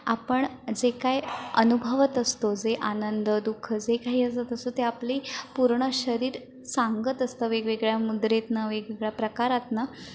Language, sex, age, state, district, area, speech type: Marathi, female, 18-30, Maharashtra, Sindhudurg, rural, spontaneous